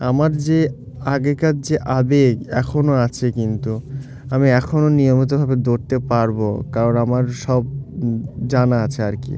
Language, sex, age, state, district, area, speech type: Bengali, male, 18-30, West Bengal, Murshidabad, urban, spontaneous